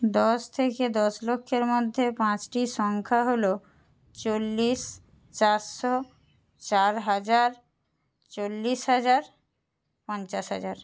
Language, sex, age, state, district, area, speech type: Bengali, female, 60+, West Bengal, Jhargram, rural, spontaneous